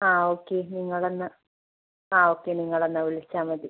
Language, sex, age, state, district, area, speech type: Malayalam, female, 18-30, Kerala, Wayanad, rural, conversation